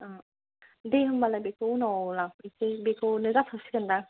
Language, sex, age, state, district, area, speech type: Bodo, female, 18-30, Assam, Kokrajhar, rural, conversation